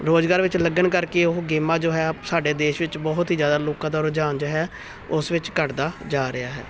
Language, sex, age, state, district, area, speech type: Punjabi, male, 30-45, Punjab, Tarn Taran, urban, spontaneous